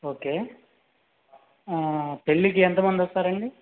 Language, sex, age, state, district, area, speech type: Telugu, male, 30-45, Andhra Pradesh, Chittoor, urban, conversation